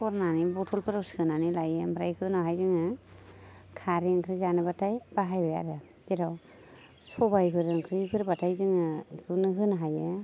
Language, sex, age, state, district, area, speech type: Bodo, female, 18-30, Assam, Baksa, rural, spontaneous